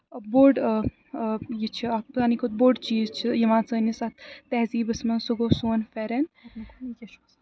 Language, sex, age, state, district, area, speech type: Kashmiri, female, 30-45, Jammu and Kashmir, Srinagar, urban, spontaneous